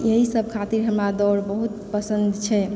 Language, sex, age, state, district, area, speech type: Maithili, female, 18-30, Bihar, Supaul, urban, spontaneous